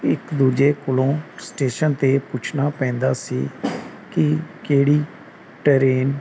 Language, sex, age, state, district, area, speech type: Punjabi, male, 30-45, Punjab, Gurdaspur, rural, spontaneous